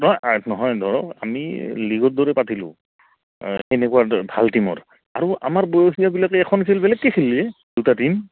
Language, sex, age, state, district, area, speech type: Assamese, male, 30-45, Assam, Goalpara, urban, conversation